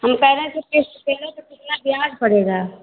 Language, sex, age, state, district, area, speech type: Hindi, female, 60+, Uttar Pradesh, Ayodhya, rural, conversation